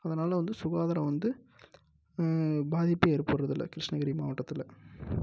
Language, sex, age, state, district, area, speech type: Tamil, male, 18-30, Tamil Nadu, Krishnagiri, rural, spontaneous